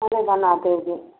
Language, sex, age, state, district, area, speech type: Hindi, female, 30-45, Uttar Pradesh, Pratapgarh, rural, conversation